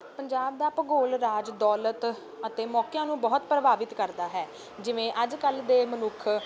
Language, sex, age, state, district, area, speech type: Punjabi, female, 18-30, Punjab, Ludhiana, urban, spontaneous